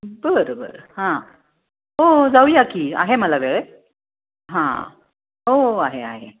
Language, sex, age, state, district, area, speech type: Marathi, female, 45-60, Maharashtra, Nashik, urban, conversation